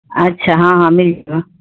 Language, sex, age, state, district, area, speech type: Urdu, female, 60+, Bihar, Khagaria, rural, conversation